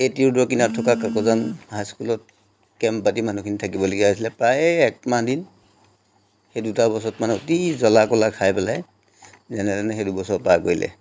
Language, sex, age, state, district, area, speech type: Assamese, male, 45-60, Assam, Jorhat, urban, spontaneous